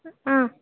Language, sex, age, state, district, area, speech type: Kannada, female, 18-30, Karnataka, Davanagere, rural, conversation